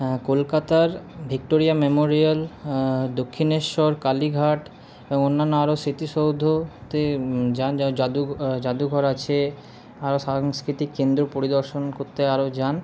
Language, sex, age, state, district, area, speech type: Bengali, male, 30-45, West Bengal, Paschim Bardhaman, urban, spontaneous